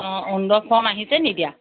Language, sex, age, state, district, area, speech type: Assamese, female, 30-45, Assam, Lakhimpur, rural, conversation